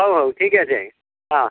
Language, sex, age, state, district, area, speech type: Odia, male, 45-60, Odisha, Angul, rural, conversation